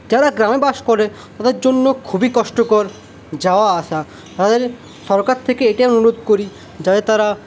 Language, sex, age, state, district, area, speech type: Bengali, male, 18-30, West Bengal, Paschim Bardhaman, rural, spontaneous